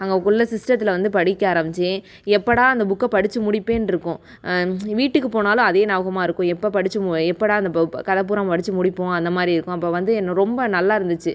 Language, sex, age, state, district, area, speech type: Tamil, female, 30-45, Tamil Nadu, Cuddalore, rural, spontaneous